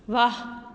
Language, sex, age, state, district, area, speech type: Punjabi, female, 30-45, Punjab, Patiala, rural, read